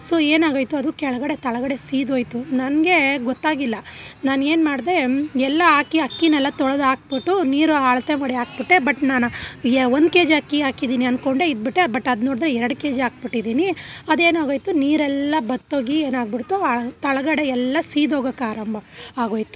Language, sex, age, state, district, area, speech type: Kannada, female, 30-45, Karnataka, Bangalore Urban, urban, spontaneous